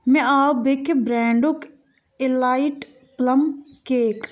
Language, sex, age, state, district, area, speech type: Kashmiri, female, 18-30, Jammu and Kashmir, Baramulla, rural, read